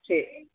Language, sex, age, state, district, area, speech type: Sindhi, female, 30-45, Uttar Pradesh, Lucknow, rural, conversation